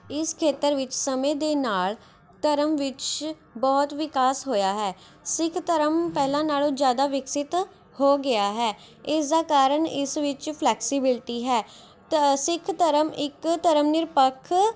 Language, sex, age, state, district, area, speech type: Punjabi, female, 18-30, Punjab, Mohali, urban, spontaneous